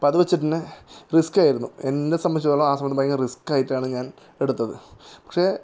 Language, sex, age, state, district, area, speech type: Malayalam, male, 30-45, Kerala, Kasaragod, rural, spontaneous